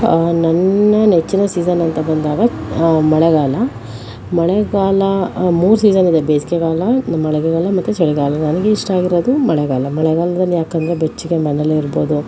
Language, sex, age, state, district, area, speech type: Kannada, female, 45-60, Karnataka, Tumkur, urban, spontaneous